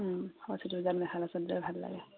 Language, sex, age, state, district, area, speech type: Assamese, female, 30-45, Assam, Udalguri, rural, conversation